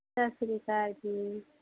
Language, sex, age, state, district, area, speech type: Punjabi, female, 45-60, Punjab, Mohali, rural, conversation